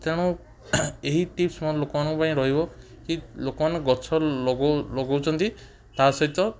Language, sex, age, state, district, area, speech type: Odia, male, 18-30, Odisha, Cuttack, urban, spontaneous